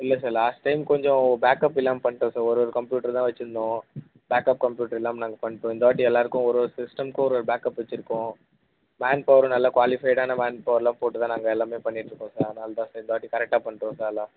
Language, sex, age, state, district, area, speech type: Tamil, male, 18-30, Tamil Nadu, Vellore, rural, conversation